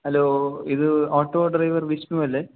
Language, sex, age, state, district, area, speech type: Malayalam, male, 18-30, Kerala, Kasaragod, rural, conversation